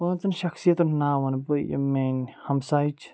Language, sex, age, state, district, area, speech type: Kashmiri, male, 18-30, Jammu and Kashmir, Ganderbal, rural, spontaneous